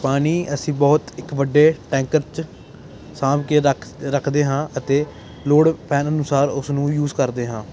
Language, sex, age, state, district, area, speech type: Punjabi, male, 18-30, Punjab, Ludhiana, urban, spontaneous